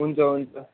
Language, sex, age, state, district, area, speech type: Nepali, male, 18-30, West Bengal, Jalpaiguri, rural, conversation